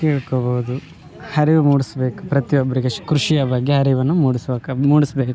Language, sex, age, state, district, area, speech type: Kannada, male, 18-30, Karnataka, Vijayanagara, rural, spontaneous